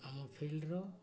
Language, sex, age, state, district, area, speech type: Odia, male, 60+, Odisha, Mayurbhanj, rural, spontaneous